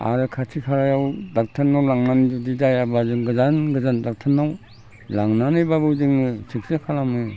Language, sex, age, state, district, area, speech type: Bodo, male, 60+, Assam, Udalguri, rural, spontaneous